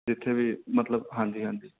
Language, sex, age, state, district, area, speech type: Punjabi, male, 18-30, Punjab, Bathinda, rural, conversation